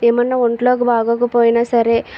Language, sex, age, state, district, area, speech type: Telugu, female, 45-60, Andhra Pradesh, Vizianagaram, rural, spontaneous